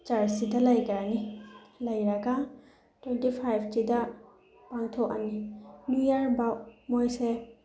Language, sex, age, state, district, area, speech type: Manipuri, female, 18-30, Manipur, Bishnupur, rural, spontaneous